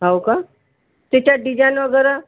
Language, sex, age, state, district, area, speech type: Marathi, female, 45-60, Maharashtra, Buldhana, rural, conversation